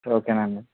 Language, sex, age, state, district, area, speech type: Telugu, male, 18-30, Andhra Pradesh, Eluru, rural, conversation